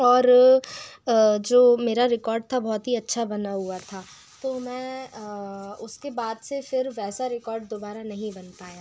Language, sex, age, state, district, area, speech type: Hindi, female, 30-45, Madhya Pradesh, Bhopal, urban, spontaneous